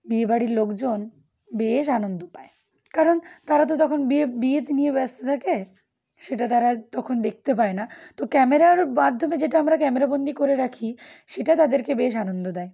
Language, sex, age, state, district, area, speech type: Bengali, female, 18-30, West Bengal, Uttar Dinajpur, urban, spontaneous